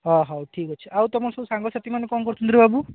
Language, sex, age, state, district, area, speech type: Odia, male, 18-30, Odisha, Bhadrak, rural, conversation